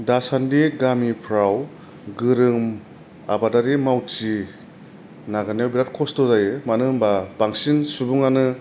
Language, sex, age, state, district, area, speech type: Bodo, male, 30-45, Assam, Kokrajhar, urban, spontaneous